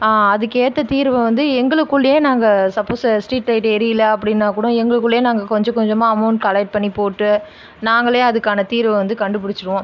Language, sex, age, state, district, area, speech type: Tamil, female, 30-45, Tamil Nadu, Viluppuram, urban, spontaneous